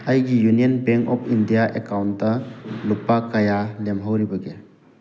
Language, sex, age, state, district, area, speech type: Manipuri, male, 30-45, Manipur, Thoubal, rural, read